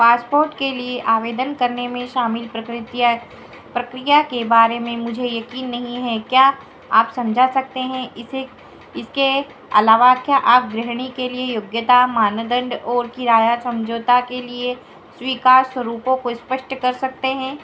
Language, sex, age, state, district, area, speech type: Hindi, female, 60+, Madhya Pradesh, Harda, urban, read